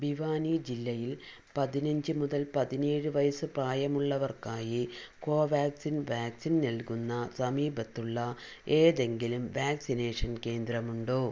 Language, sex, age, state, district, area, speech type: Malayalam, female, 60+, Kerala, Palakkad, rural, read